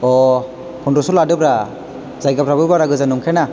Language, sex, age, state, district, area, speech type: Bodo, male, 18-30, Assam, Chirang, urban, spontaneous